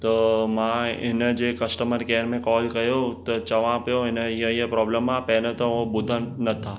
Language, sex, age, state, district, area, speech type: Sindhi, male, 18-30, Maharashtra, Mumbai Suburban, urban, spontaneous